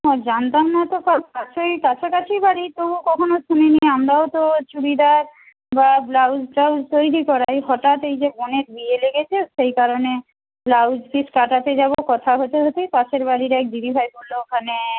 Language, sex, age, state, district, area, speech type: Bengali, female, 30-45, West Bengal, Jhargram, rural, conversation